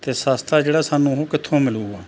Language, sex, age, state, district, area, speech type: Punjabi, male, 45-60, Punjab, Mansa, urban, spontaneous